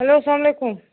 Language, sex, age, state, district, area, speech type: Kashmiri, female, 45-60, Jammu and Kashmir, Baramulla, rural, conversation